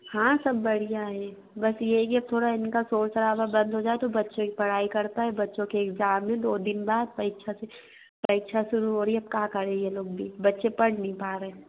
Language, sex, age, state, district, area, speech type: Hindi, female, 60+, Madhya Pradesh, Bhopal, urban, conversation